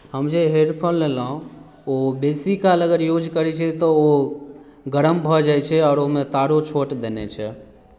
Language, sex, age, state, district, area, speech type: Maithili, male, 18-30, Bihar, Madhubani, rural, spontaneous